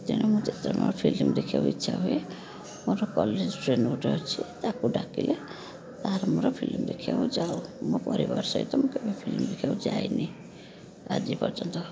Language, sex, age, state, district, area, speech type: Odia, female, 30-45, Odisha, Rayagada, rural, spontaneous